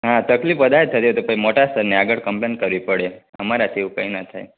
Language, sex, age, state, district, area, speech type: Gujarati, male, 18-30, Gujarat, Narmada, urban, conversation